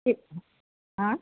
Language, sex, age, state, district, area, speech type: Assamese, female, 60+, Assam, Golaghat, urban, conversation